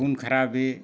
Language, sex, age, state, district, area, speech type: Santali, male, 60+, Jharkhand, Bokaro, rural, spontaneous